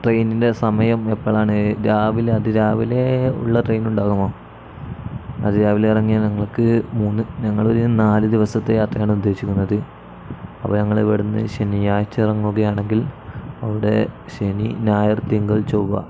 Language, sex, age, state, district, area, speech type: Malayalam, male, 18-30, Kerala, Kozhikode, rural, spontaneous